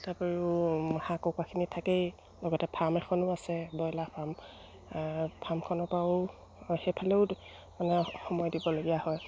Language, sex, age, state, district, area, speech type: Assamese, female, 45-60, Assam, Dibrugarh, rural, spontaneous